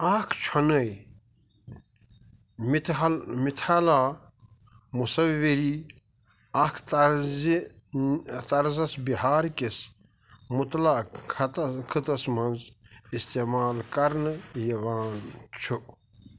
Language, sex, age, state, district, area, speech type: Kashmiri, male, 45-60, Jammu and Kashmir, Pulwama, rural, read